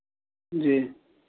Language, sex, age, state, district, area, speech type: Hindi, male, 18-30, Bihar, Vaishali, rural, conversation